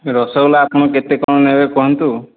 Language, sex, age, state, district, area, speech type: Odia, male, 30-45, Odisha, Boudh, rural, conversation